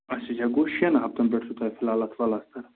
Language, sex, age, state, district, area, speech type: Kashmiri, male, 30-45, Jammu and Kashmir, Bandipora, rural, conversation